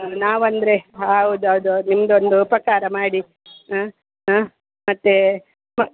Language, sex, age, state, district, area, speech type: Kannada, female, 60+, Karnataka, Udupi, rural, conversation